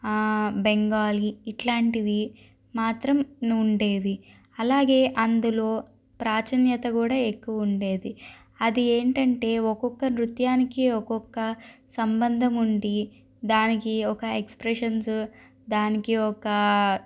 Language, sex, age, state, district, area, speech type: Telugu, female, 30-45, Andhra Pradesh, Guntur, urban, spontaneous